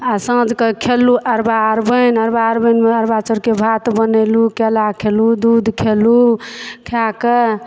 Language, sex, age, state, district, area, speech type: Maithili, female, 45-60, Bihar, Supaul, rural, spontaneous